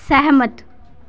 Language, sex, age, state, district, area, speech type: Punjabi, female, 18-30, Punjab, Patiala, urban, read